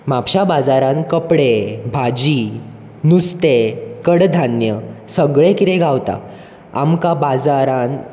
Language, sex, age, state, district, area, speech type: Goan Konkani, male, 18-30, Goa, Bardez, urban, spontaneous